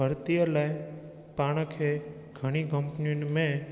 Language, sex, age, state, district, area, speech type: Sindhi, male, 18-30, Gujarat, Junagadh, urban, spontaneous